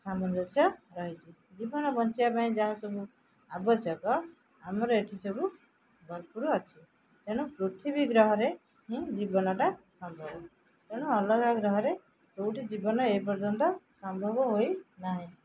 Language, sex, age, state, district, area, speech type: Odia, female, 45-60, Odisha, Jagatsinghpur, rural, spontaneous